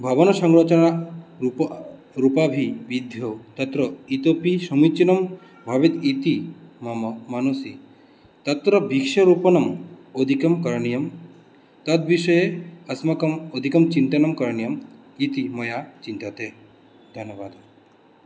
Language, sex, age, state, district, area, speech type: Sanskrit, male, 18-30, West Bengal, Cooch Behar, rural, spontaneous